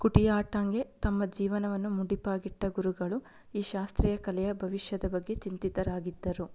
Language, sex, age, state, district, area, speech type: Kannada, female, 30-45, Karnataka, Chitradurga, urban, read